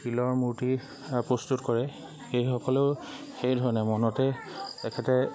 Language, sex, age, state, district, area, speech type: Assamese, male, 30-45, Assam, Lakhimpur, rural, spontaneous